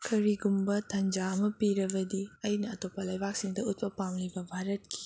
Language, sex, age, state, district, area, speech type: Manipuri, female, 18-30, Manipur, Kakching, rural, spontaneous